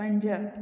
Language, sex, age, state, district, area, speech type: Sindhi, female, 18-30, Gujarat, Junagadh, urban, read